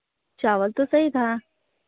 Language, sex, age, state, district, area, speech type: Hindi, female, 18-30, Uttar Pradesh, Varanasi, rural, conversation